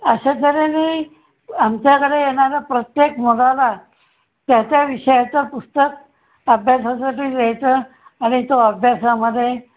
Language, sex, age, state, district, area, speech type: Marathi, male, 60+, Maharashtra, Pune, urban, conversation